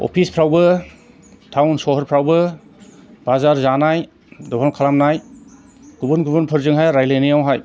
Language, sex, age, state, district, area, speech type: Bodo, male, 45-60, Assam, Chirang, rural, spontaneous